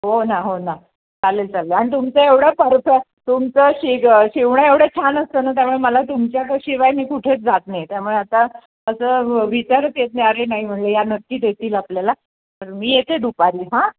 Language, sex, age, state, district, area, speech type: Marathi, female, 60+, Maharashtra, Nashik, urban, conversation